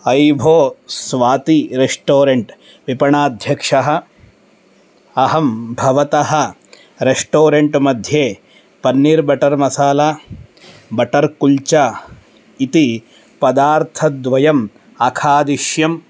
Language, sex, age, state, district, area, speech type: Sanskrit, male, 18-30, Karnataka, Bangalore Rural, urban, spontaneous